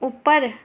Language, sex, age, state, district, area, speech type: Dogri, female, 18-30, Jammu and Kashmir, Reasi, rural, read